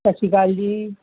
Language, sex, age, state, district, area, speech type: Punjabi, male, 18-30, Punjab, Muktsar, urban, conversation